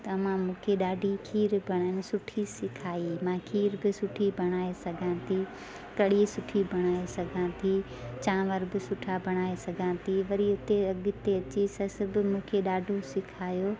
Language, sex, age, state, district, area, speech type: Sindhi, female, 30-45, Delhi, South Delhi, urban, spontaneous